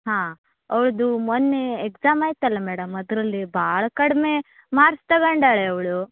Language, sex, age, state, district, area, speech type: Kannada, female, 30-45, Karnataka, Uttara Kannada, rural, conversation